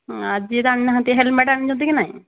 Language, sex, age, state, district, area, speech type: Odia, female, 45-60, Odisha, Angul, rural, conversation